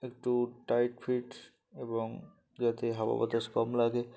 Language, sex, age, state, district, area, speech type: Bengali, male, 18-30, West Bengal, Uttar Dinajpur, urban, spontaneous